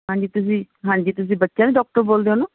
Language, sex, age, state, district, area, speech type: Punjabi, female, 45-60, Punjab, Ludhiana, urban, conversation